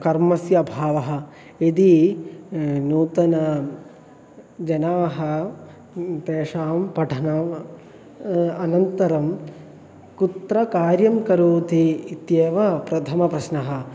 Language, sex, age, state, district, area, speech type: Sanskrit, male, 18-30, Kerala, Thrissur, urban, spontaneous